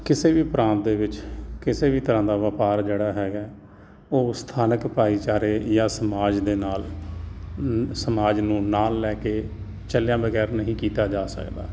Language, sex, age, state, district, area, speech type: Punjabi, male, 45-60, Punjab, Jalandhar, urban, spontaneous